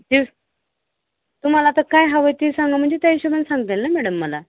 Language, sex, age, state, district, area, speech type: Marathi, female, 30-45, Maharashtra, Osmanabad, rural, conversation